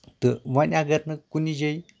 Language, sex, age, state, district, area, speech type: Kashmiri, male, 18-30, Jammu and Kashmir, Anantnag, rural, spontaneous